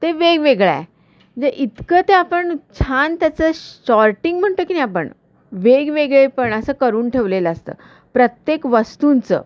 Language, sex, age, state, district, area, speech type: Marathi, female, 45-60, Maharashtra, Kolhapur, urban, spontaneous